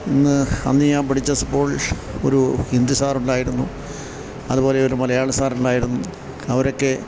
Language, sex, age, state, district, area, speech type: Malayalam, male, 60+, Kerala, Idukki, rural, spontaneous